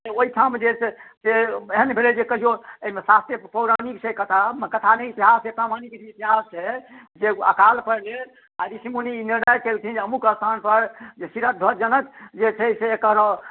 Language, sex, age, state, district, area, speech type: Maithili, male, 60+, Bihar, Madhubani, urban, conversation